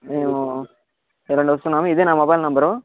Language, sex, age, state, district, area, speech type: Telugu, male, 45-60, Andhra Pradesh, Chittoor, urban, conversation